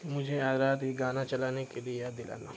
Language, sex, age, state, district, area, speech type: Urdu, male, 30-45, Uttar Pradesh, Lucknow, rural, read